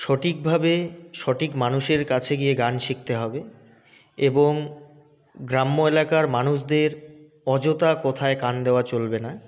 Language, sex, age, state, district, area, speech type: Bengali, male, 18-30, West Bengal, Jalpaiguri, rural, spontaneous